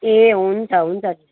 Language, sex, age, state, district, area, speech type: Nepali, female, 30-45, West Bengal, Kalimpong, rural, conversation